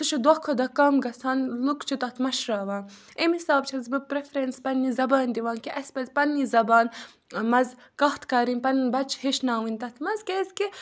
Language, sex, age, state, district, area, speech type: Kashmiri, female, 18-30, Jammu and Kashmir, Budgam, rural, spontaneous